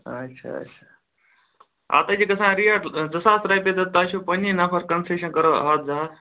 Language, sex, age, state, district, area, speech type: Kashmiri, male, 18-30, Jammu and Kashmir, Ganderbal, rural, conversation